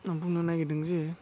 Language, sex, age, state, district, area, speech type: Bodo, male, 18-30, Assam, Udalguri, urban, spontaneous